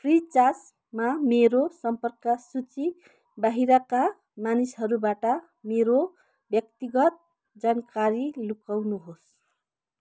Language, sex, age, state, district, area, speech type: Nepali, female, 30-45, West Bengal, Kalimpong, rural, read